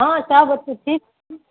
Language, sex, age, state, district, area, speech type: Maithili, female, 30-45, Bihar, Samastipur, urban, conversation